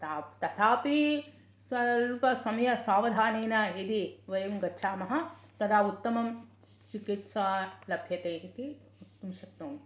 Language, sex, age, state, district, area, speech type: Sanskrit, female, 60+, Karnataka, Mysore, urban, spontaneous